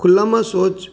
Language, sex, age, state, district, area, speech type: Gujarati, male, 45-60, Gujarat, Amreli, rural, spontaneous